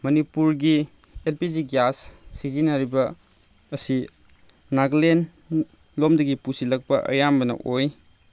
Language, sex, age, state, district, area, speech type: Manipuri, male, 30-45, Manipur, Chandel, rural, spontaneous